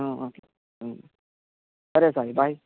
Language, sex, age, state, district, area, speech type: Telugu, male, 18-30, Andhra Pradesh, Chittoor, rural, conversation